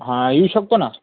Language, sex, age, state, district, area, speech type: Marathi, male, 18-30, Maharashtra, Washim, urban, conversation